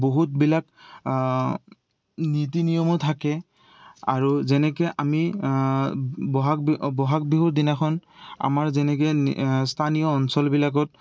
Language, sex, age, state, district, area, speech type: Assamese, male, 18-30, Assam, Goalpara, rural, spontaneous